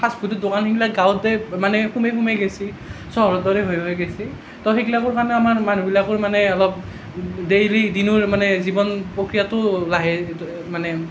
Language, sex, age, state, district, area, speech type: Assamese, male, 18-30, Assam, Nalbari, rural, spontaneous